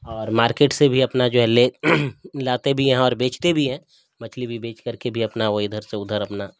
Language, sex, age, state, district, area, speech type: Urdu, male, 60+, Bihar, Darbhanga, rural, spontaneous